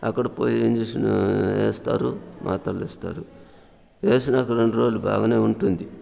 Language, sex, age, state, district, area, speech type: Telugu, male, 60+, Andhra Pradesh, Sri Balaji, rural, spontaneous